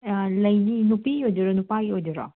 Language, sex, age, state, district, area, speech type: Manipuri, female, 45-60, Manipur, Imphal West, urban, conversation